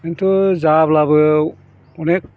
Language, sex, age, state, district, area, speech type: Bodo, male, 60+, Assam, Chirang, rural, spontaneous